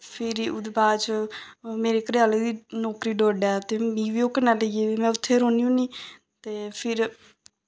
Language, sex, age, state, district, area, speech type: Dogri, female, 30-45, Jammu and Kashmir, Samba, rural, spontaneous